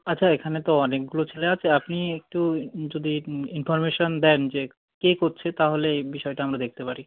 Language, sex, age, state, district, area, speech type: Bengali, male, 45-60, West Bengal, South 24 Parganas, rural, conversation